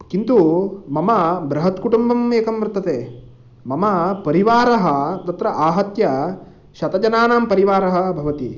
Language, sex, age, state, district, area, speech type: Sanskrit, male, 18-30, Karnataka, Uttara Kannada, rural, spontaneous